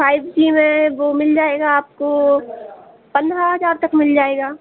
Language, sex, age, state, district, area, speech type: Hindi, female, 18-30, Madhya Pradesh, Hoshangabad, rural, conversation